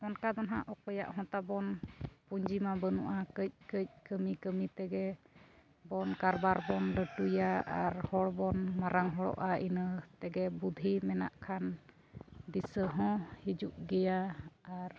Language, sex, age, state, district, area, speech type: Santali, female, 45-60, Odisha, Mayurbhanj, rural, spontaneous